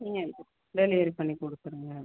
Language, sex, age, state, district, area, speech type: Tamil, female, 30-45, Tamil Nadu, Tiruchirappalli, rural, conversation